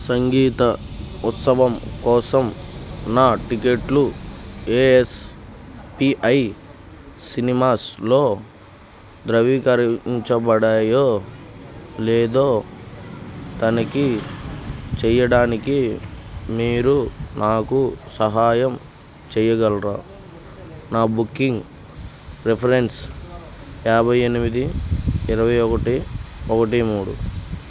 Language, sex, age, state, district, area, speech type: Telugu, male, 30-45, Andhra Pradesh, Bapatla, rural, read